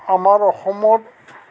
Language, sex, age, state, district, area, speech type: Assamese, male, 60+, Assam, Goalpara, urban, spontaneous